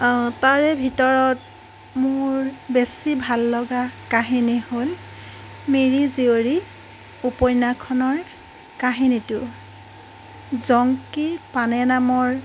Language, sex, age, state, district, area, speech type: Assamese, female, 45-60, Assam, Golaghat, urban, spontaneous